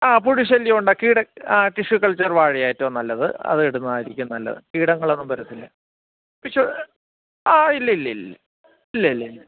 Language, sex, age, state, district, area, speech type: Malayalam, male, 30-45, Kerala, Kottayam, rural, conversation